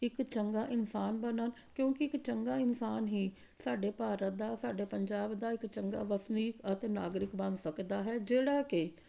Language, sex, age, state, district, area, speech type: Punjabi, female, 45-60, Punjab, Amritsar, urban, spontaneous